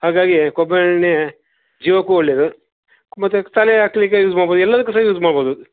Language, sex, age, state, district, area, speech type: Kannada, male, 45-60, Karnataka, Shimoga, rural, conversation